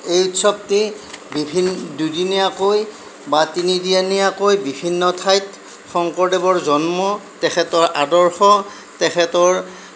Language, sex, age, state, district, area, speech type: Assamese, male, 60+, Assam, Darrang, rural, spontaneous